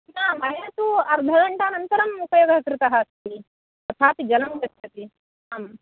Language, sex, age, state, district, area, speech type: Sanskrit, female, 30-45, Karnataka, Dakshina Kannada, rural, conversation